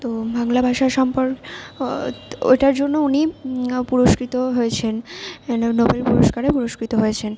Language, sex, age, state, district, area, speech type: Bengali, female, 60+, West Bengal, Purba Bardhaman, urban, spontaneous